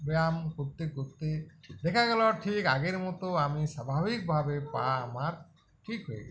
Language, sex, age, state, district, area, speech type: Bengali, male, 45-60, West Bengal, Uttar Dinajpur, rural, spontaneous